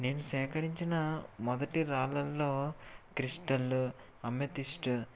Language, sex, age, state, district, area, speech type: Telugu, male, 30-45, Andhra Pradesh, Krishna, urban, spontaneous